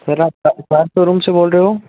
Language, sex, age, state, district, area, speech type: Hindi, male, 18-30, Rajasthan, Nagaur, rural, conversation